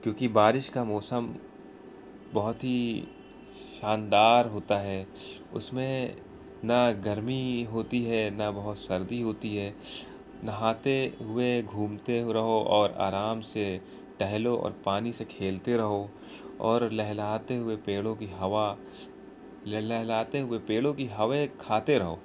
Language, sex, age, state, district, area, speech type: Urdu, male, 18-30, Bihar, Araria, rural, spontaneous